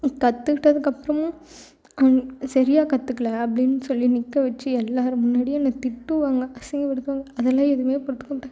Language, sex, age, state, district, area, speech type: Tamil, female, 18-30, Tamil Nadu, Thoothukudi, rural, spontaneous